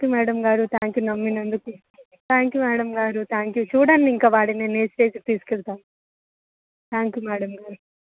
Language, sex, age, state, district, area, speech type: Telugu, female, 18-30, Telangana, Hyderabad, urban, conversation